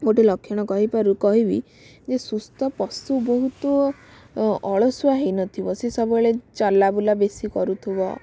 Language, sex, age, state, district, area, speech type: Odia, female, 18-30, Odisha, Bhadrak, rural, spontaneous